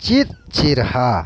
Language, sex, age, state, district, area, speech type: Santali, male, 45-60, West Bengal, Birbhum, rural, read